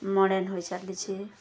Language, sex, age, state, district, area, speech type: Odia, female, 18-30, Odisha, Subarnapur, urban, spontaneous